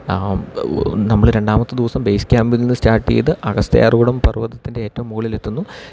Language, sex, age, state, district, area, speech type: Malayalam, male, 30-45, Kerala, Idukki, rural, spontaneous